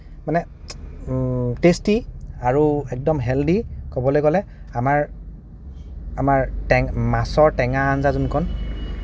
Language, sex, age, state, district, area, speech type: Assamese, male, 30-45, Assam, Kamrup Metropolitan, urban, spontaneous